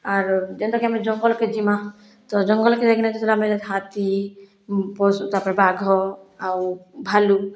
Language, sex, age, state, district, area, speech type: Odia, female, 60+, Odisha, Boudh, rural, spontaneous